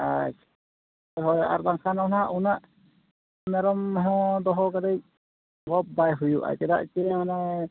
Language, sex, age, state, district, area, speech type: Santali, male, 45-60, Odisha, Mayurbhanj, rural, conversation